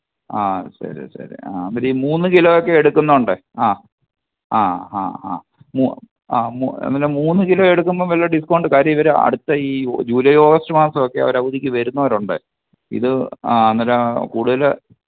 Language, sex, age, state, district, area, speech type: Malayalam, male, 45-60, Kerala, Pathanamthitta, rural, conversation